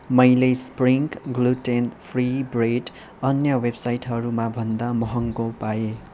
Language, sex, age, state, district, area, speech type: Nepali, male, 18-30, West Bengal, Kalimpong, rural, read